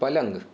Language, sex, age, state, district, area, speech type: Marathi, male, 18-30, Maharashtra, Thane, urban, read